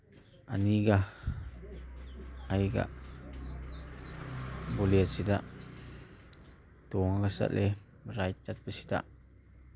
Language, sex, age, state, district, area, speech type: Manipuri, male, 30-45, Manipur, Imphal East, rural, spontaneous